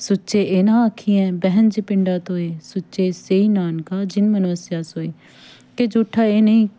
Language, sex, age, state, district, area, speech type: Punjabi, female, 30-45, Punjab, Fatehgarh Sahib, rural, spontaneous